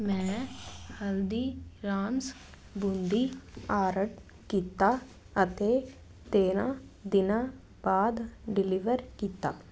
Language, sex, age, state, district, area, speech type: Punjabi, female, 18-30, Punjab, Muktsar, urban, read